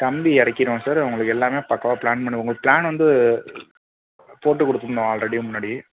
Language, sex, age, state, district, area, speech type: Tamil, male, 18-30, Tamil Nadu, Thanjavur, rural, conversation